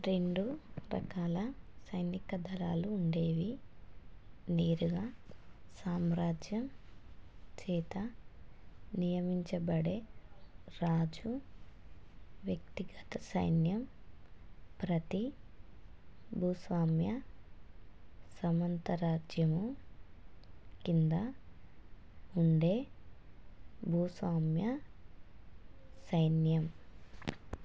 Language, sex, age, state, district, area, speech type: Telugu, female, 30-45, Telangana, Hanamkonda, rural, read